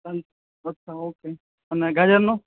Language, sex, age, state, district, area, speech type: Gujarati, male, 18-30, Gujarat, Ahmedabad, urban, conversation